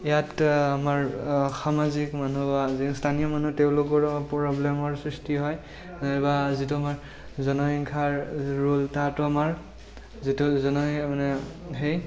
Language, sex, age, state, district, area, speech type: Assamese, male, 18-30, Assam, Barpeta, rural, spontaneous